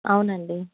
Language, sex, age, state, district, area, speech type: Telugu, female, 30-45, Andhra Pradesh, Anantapur, urban, conversation